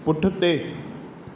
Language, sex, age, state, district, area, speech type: Sindhi, male, 18-30, Madhya Pradesh, Katni, urban, read